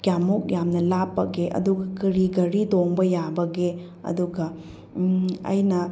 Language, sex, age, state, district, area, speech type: Manipuri, female, 30-45, Manipur, Chandel, rural, spontaneous